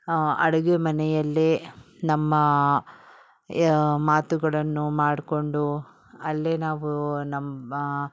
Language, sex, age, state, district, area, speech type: Kannada, female, 60+, Karnataka, Bangalore Urban, rural, spontaneous